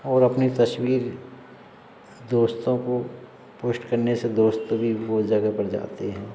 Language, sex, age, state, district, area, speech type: Hindi, male, 60+, Madhya Pradesh, Hoshangabad, rural, spontaneous